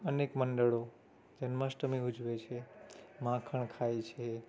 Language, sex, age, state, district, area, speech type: Gujarati, male, 30-45, Gujarat, Surat, urban, spontaneous